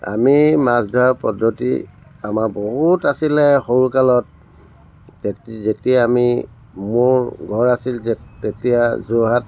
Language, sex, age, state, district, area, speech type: Assamese, male, 60+, Assam, Tinsukia, rural, spontaneous